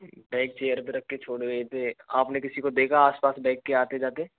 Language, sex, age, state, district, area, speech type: Hindi, male, 18-30, Rajasthan, Karauli, rural, conversation